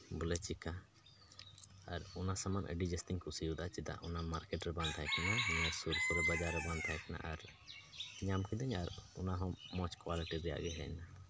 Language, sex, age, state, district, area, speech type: Santali, male, 30-45, Jharkhand, Pakur, rural, spontaneous